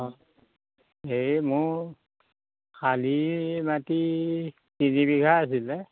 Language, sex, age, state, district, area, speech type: Assamese, male, 60+, Assam, Majuli, urban, conversation